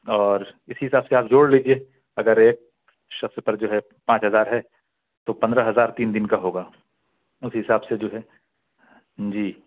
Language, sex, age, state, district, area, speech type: Urdu, male, 30-45, Bihar, Purnia, rural, conversation